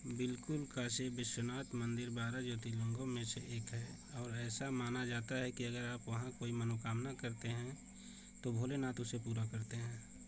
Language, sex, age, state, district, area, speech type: Hindi, male, 30-45, Uttar Pradesh, Azamgarh, rural, read